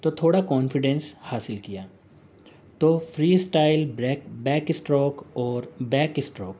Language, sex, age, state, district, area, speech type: Urdu, male, 45-60, Uttar Pradesh, Gautam Buddha Nagar, urban, spontaneous